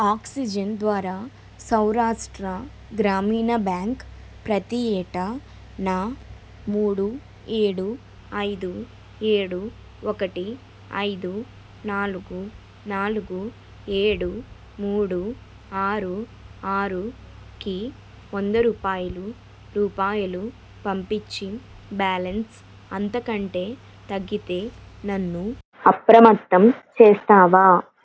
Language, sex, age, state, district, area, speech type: Telugu, female, 18-30, Telangana, Vikarabad, urban, read